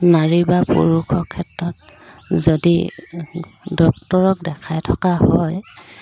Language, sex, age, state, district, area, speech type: Assamese, female, 30-45, Assam, Dibrugarh, rural, spontaneous